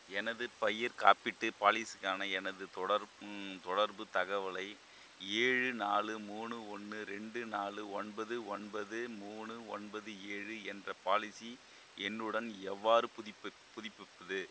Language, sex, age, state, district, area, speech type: Tamil, male, 30-45, Tamil Nadu, Chengalpattu, rural, read